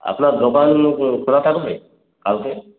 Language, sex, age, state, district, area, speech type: Bengali, male, 18-30, West Bengal, Purulia, rural, conversation